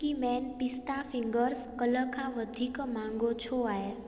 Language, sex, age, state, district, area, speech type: Sindhi, female, 18-30, Gujarat, Junagadh, rural, read